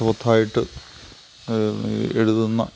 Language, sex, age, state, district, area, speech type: Malayalam, male, 60+, Kerala, Thiruvananthapuram, rural, spontaneous